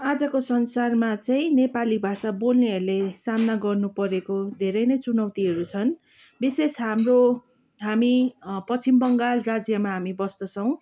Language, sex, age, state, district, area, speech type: Nepali, female, 30-45, West Bengal, Darjeeling, rural, spontaneous